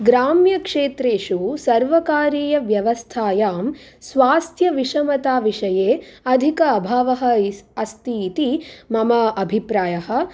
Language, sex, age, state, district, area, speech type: Sanskrit, female, 18-30, Andhra Pradesh, Guntur, urban, spontaneous